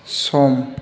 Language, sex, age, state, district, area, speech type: Bodo, male, 30-45, Assam, Chirang, rural, read